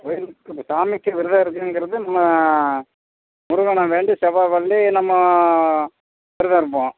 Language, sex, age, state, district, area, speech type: Tamil, male, 60+, Tamil Nadu, Pudukkottai, rural, conversation